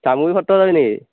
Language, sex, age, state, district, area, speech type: Assamese, male, 18-30, Assam, Majuli, urban, conversation